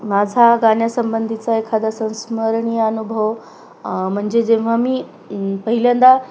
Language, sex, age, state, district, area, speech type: Marathi, female, 30-45, Maharashtra, Nanded, rural, spontaneous